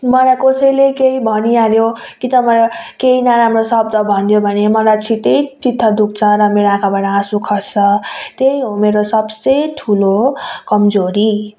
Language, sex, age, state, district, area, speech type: Nepali, female, 30-45, West Bengal, Darjeeling, rural, spontaneous